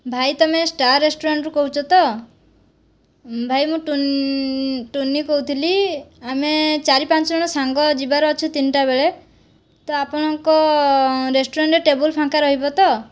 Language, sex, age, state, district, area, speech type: Odia, female, 18-30, Odisha, Jajpur, rural, spontaneous